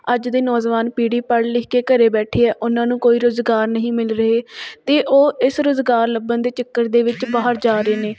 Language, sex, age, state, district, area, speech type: Punjabi, female, 45-60, Punjab, Shaheed Bhagat Singh Nagar, urban, spontaneous